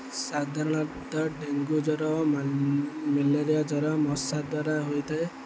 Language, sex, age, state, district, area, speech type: Odia, male, 18-30, Odisha, Jagatsinghpur, rural, spontaneous